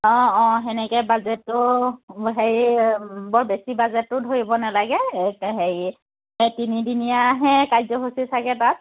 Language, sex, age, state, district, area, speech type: Assamese, female, 30-45, Assam, Charaideo, rural, conversation